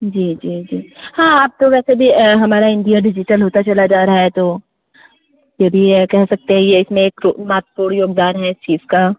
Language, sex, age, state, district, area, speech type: Hindi, female, 30-45, Uttar Pradesh, Sitapur, rural, conversation